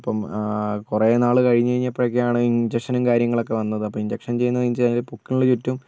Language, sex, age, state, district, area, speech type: Malayalam, male, 18-30, Kerala, Wayanad, rural, spontaneous